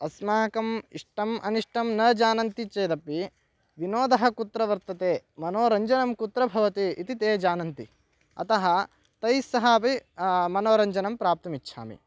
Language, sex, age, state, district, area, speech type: Sanskrit, male, 18-30, Karnataka, Bagalkot, rural, spontaneous